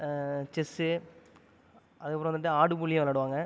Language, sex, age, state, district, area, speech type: Tamil, male, 30-45, Tamil Nadu, Ariyalur, rural, spontaneous